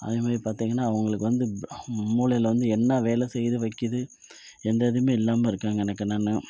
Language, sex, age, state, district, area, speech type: Tamil, male, 30-45, Tamil Nadu, Perambalur, rural, spontaneous